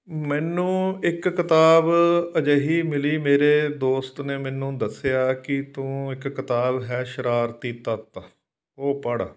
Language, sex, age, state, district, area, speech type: Punjabi, male, 45-60, Punjab, Fatehgarh Sahib, rural, spontaneous